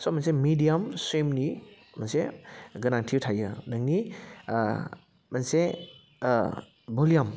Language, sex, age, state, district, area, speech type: Bodo, male, 30-45, Assam, Udalguri, urban, spontaneous